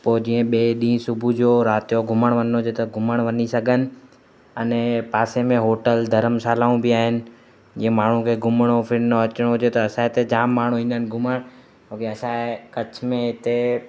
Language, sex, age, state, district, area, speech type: Sindhi, male, 18-30, Gujarat, Kutch, rural, spontaneous